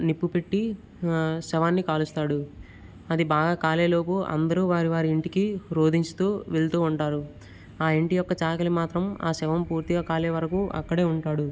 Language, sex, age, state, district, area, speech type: Telugu, male, 18-30, Andhra Pradesh, Vizianagaram, rural, spontaneous